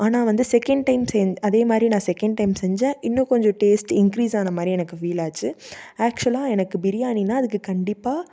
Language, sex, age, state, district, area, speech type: Tamil, female, 18-30, Tamil Nadu, Tiruppur, rural, spontaneous